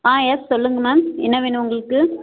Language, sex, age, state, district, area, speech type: Tamil, female, 30-45, Tamil Nadu, Ariyalur, rural, conversation